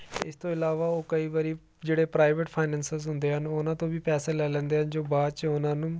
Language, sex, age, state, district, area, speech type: Punjabi, male, 30-45, Punjab, Jalandhar, urban, spontaneous